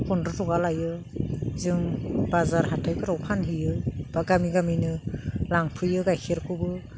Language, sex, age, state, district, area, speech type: Bodo, female, 45-60, Assam, Udalguri, rural, spontaneous